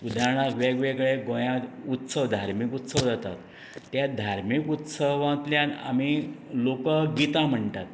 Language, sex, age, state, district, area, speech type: Goan Konkani, male, 60+, Goa, Canacona, rural, spontaneous